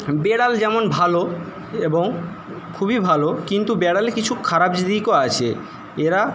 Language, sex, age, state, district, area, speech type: Bengali, male, 60+, West Bengal, Paschim Medinipur, rural, spontaneous